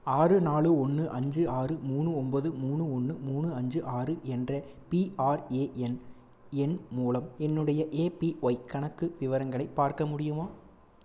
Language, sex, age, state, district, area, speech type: Tamil, male, 18-30, Tamil Nadu, Erode, rural, read